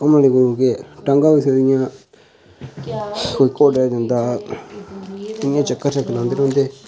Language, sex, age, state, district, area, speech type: Dogri, male, 18-30, Jammu and Kashmir, Udhampur, rural, spontaneous